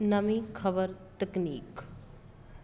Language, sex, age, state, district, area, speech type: Punjabi, female, 30-45, Punjab, Patiala, urban, read